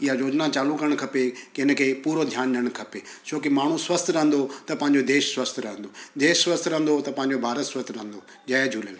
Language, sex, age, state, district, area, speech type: Sindhi, male, 45-60, Gujarat, Surat, urban, spontaneous